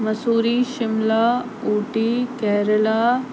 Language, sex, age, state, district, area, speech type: Sindhi, female, 30-45, Delhi, South Delhi, urban, spontaneous